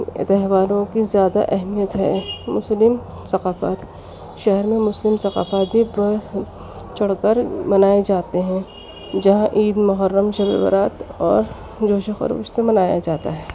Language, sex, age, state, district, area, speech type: Urdu, female, 30-45, Delhi, East Delhi, urban, spontaneous